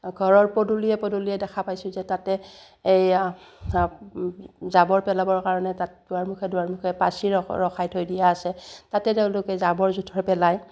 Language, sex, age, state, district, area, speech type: Assamese, female, 60+, Assam, Udalguri, rural, spontaneous